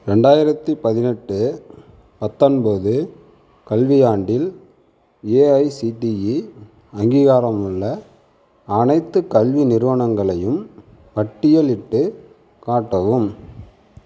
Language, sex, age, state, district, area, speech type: Tamil, male, 60+, Tamil Nadu, Sivaganga, urban, read